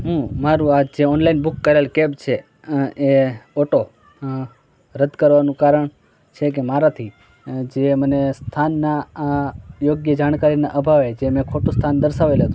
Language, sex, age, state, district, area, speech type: Gujarati, male, 60+, Gujarat, Morbi, rural, spontaneous